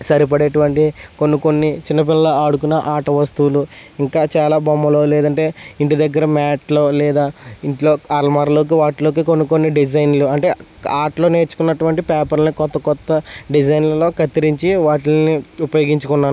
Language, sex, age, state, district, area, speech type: Telugu, male, 30-45, Andhra Pradesh, West Godavari, rural, spontaneous